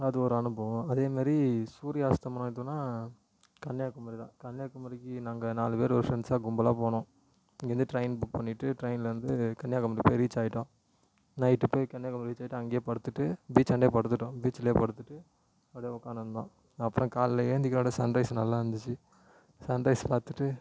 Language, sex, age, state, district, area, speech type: Tamil, male, 18-30, Tamil Nadu, Tiruvannamalai, urban, spontaneous